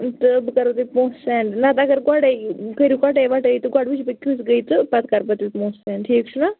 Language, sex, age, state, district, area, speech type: Kashmiri, female, 30-45, Jammu and Kashmir, Anantnag, rural, conversation